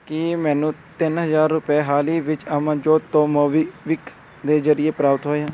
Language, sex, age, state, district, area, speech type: Punjabi, male, 18-30, Punjab, Shaheed Bhagat Singh Nagar, rural, read